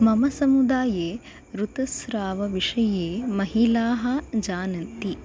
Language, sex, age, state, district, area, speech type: Sanskrit, female, 30-45, Maharashtra, Nagpur, urban, spontaneous